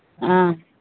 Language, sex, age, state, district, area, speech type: Maithili, female, 30-45, Bihar, Begusarai, rural, conversation